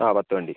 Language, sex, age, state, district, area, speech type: Malayalam, male, 45-60, Kerala, Kozhikode, urban, conversation